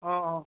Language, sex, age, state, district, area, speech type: Assamese, male, 18-30, Assam, Barpeta, rural, conversation